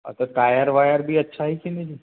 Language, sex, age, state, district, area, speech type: Hindi, male, 60+, Madhya Pradesh, Balaghat, rural, conversation